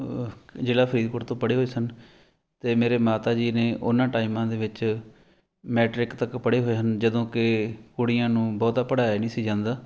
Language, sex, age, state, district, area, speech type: Punjabi, male, 45-60, Punjab, Fatehgarh Sahib, urban, spontaneous